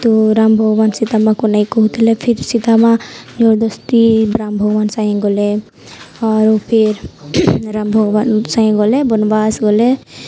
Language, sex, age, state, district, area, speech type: Odia, female, 18-30, Odisha, Nuapada, urban, spontaneous